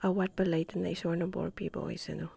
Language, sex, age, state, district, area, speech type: Manipuri, female, 30-45, Manipur, Chandel, rural, spontaneous